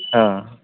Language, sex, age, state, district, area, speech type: Odia, male, 18-30, Odisha, Balangir, urban, conversation